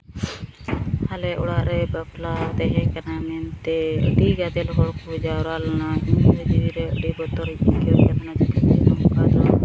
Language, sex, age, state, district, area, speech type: Santali, female, 30-45, West Bengal, Malda, rural, spontaneous